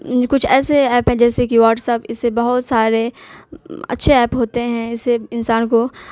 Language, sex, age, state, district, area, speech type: Urdu, female, 18-30, Bihar, Khagaria, rural, spontaneous